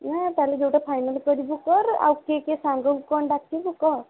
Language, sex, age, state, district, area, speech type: Odia, female, 18-30, Odisha, Cuttack, urban, conversation